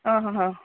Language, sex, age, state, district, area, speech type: Kannada, female, 60+, Karnataka, Mysore, urban, conversation